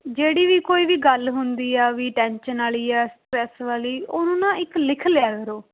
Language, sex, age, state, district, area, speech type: Punjabi, female, 18-30, Punjab, Muktsar, rural, conversation